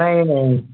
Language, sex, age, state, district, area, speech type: Urdu, male, 18-30, Uttar Pradesh, Balrampur, rural, conversation